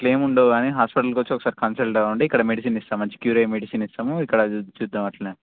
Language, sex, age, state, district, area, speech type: Telugu, male, 18-30, Telangana, Sangareddy, urban, conversation